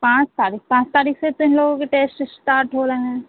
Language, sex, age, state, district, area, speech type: Hindi, female, 30-45, Madhya Pradesh, Hoshangabad, rural, conversation